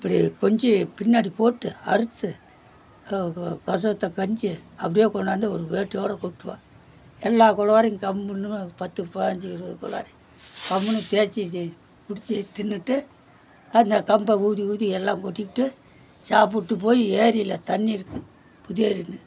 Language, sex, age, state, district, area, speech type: Tamil, male, 60+, Tamil Nadu, Perambalur, rural, spontaneous